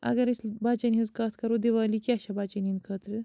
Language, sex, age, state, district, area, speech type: Kashmiri, female, 45-60, Jammu and Kashmir, Bandipora, rural, spontaneous